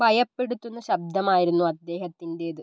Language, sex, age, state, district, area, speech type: Malayalam, female, 18-30, Kerala, Kozhikode, urban, read